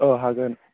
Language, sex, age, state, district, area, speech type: Bodo, male, 18-30, Assam, Chirang, rural, conversation